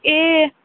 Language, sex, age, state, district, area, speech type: Nepali, female, 18-30, West Bengal, Jalpaiguri, rural, conversation